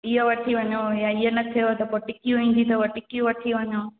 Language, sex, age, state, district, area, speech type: Sindhi, female, 18-30, Gujarat, Junagadh, urban, conversation